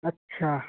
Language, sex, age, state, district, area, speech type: Urdu, male, 30-45, Uttar Pradesh, Muzaffarnagar, urban, conversation